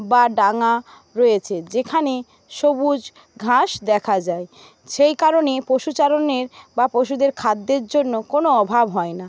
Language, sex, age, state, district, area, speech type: Bengali, female, 60+, West Bengal, Paschim Medinipur, rural, spontaneous